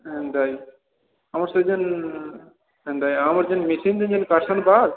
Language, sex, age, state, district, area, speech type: Odia, male, 18-30, Odisha, Balangir, urban, conversation